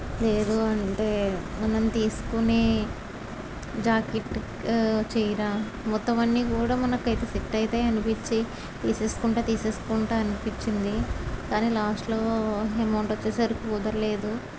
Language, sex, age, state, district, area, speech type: Telugu, female, 30-45, Andhra Pradesh, Kakinada, rural, spontaneous